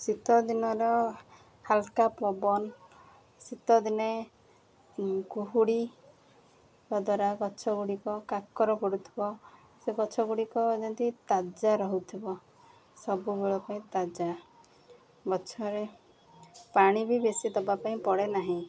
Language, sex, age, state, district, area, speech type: Odia, female, 30-45, Odisha, Jagatsinghpur, rural, spontaneous